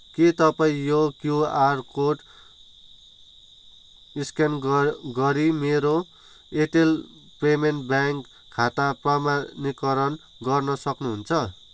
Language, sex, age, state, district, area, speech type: Nepali, male, 18-30, West Bengal, Kalimpong, rural, read